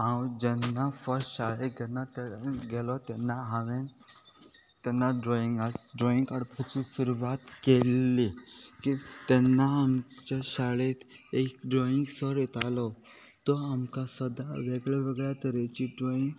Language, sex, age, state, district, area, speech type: Goan Konkani, male, 30-45, Goa, Quepem, rural, spontaneous